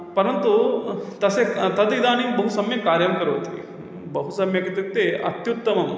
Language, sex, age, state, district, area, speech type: Sanskrit, male, 30-45, Kerala, Thrissur, urban, spontaneous